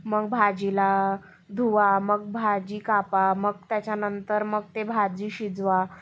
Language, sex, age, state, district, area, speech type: Marathi, female, 18-30, Maharashtra, Nagpur, urban, spontaneous